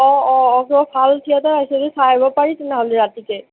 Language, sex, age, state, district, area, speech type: Assamese, male, 30-45, Assam, Nalbari, rural, conversation